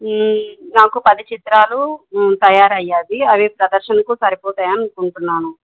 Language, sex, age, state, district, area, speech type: Telugu, female, 45-60, Telangana, Medchal, urban, conversation